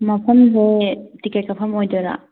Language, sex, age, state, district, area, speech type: Manipuri, female, 18-30, Manipur, Thoubal, urban, conversation